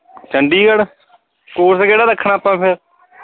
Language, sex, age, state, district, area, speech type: Punjabi, male, 18-30, Punjab, Fatehgarh Sahib, rural, conversation